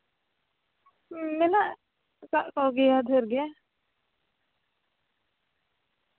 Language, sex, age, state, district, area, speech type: Santali, female, 18-30, West Bengal, Bankura, rural, conversation